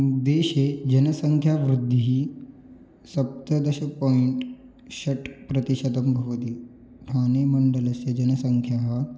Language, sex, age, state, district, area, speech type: Sanskrit, male, 18-30, Maharashtra, Beed, urban, spontaneous